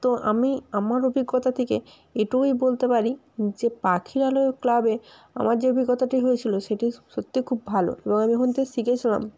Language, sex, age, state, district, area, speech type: Bengali, female, 18-30, West Bengal, North 24 Parganas, rural, spontaneous